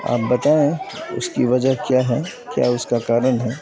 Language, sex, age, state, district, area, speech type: Urdu, male, 30-45, Bihar, Madhubani, urban, spontaneous